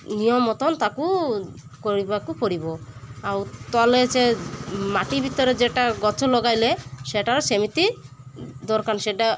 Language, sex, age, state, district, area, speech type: Odia, female, 30-45, Odisha, Malkangiri, urban, spontaneous